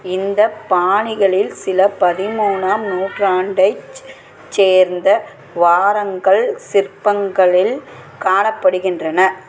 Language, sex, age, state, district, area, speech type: Tamil, female, 45-60, Tamil Nadu, Chennai, urban, read